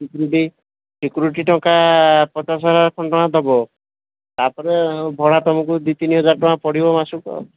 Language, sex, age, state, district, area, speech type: Odia, male, 30-45, Odisha, Sambalpur, rural, conversation